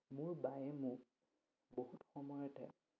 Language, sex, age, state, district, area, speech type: Assamese, male, 18-30, Assam, Udalguri, rural, spontaneous